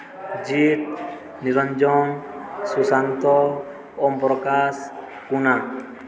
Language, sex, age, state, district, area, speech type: Odia, male, 18-30, Odisha, Balangir, urban, spontaneous